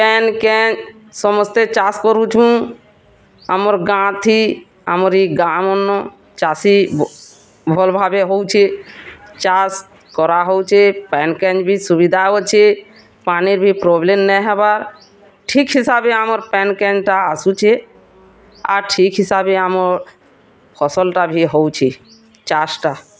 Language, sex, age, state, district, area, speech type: Odia, female, 45-60, Odisha, Bargarh, urban, spontaneous